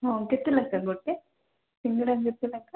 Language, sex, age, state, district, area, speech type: Odia, female, 18-30, Odisha, Koraput, urban, conversation